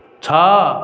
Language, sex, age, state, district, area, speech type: Odia, male, 30-45, Odisha, Dhenkanal, rural, read